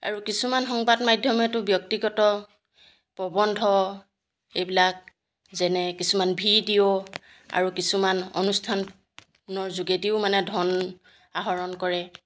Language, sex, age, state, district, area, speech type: Assamese, female, 45-60, Assam, Jorhat, urban, spontaneous